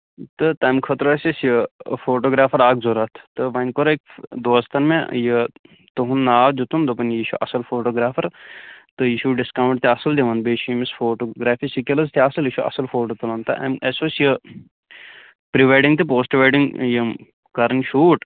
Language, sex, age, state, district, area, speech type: Kashmiri, male, 30-45, Jammu and Kashmir, Kulgam, rural, conversation